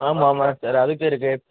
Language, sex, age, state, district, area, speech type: Tamil, male, 18-30, Tamil Nadu, Perambalur, rural, conversation